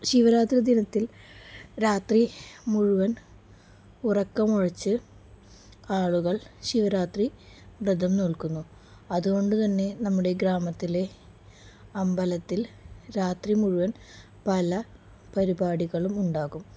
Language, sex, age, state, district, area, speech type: Malayalam, female, 45-60, Kerala, Palakkad, rural, spontaneous